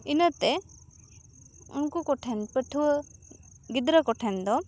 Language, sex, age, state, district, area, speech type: Santali, female, 18-30, West Bengal, Bankura, rural, spontaneous